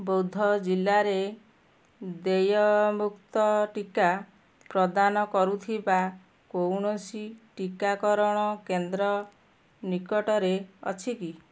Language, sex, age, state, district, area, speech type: Odia, female, 45-60, Odisha, Kendujhar, urban, read